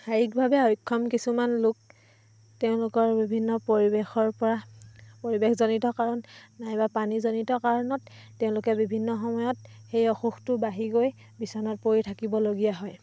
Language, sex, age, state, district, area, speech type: Assamese, female, 18-30, Assam, Dhemaji, rural, spontaneous